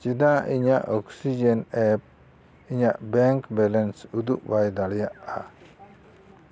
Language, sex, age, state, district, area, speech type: Santali, male, 60+, West Bengal, Jhargram, rural, read